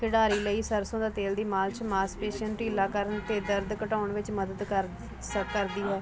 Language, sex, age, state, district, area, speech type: Punjabi, female, 30-45, Punjab, Ludhiana, urban, spontaneous